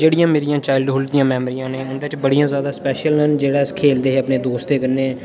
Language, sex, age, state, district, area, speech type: Dogri, male, 18-30, Jammu and Kashmir, Udhampur, rural, spontaneous